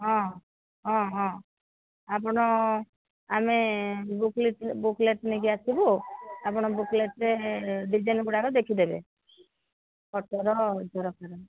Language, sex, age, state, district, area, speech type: Odia, female, 60+, Odisha, Sundergarh, rural, conversation